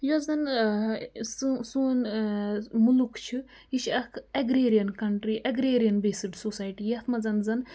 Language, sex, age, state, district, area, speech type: Kashmiri, female, 30-45, Jammu and Kashmir, Budgam, rural, spontaneous